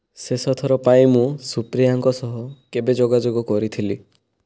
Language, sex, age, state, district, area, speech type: Odia, male, 30-45, Odisha, Kandhamal, rural, read